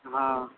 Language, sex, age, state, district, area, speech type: Maithili, male, 45-60, Bihar, Supaul, rural, conversation